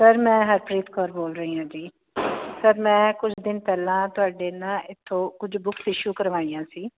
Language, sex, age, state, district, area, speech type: Punjabi, female, 45-60, Punjab, Jalandhar, urban, conversation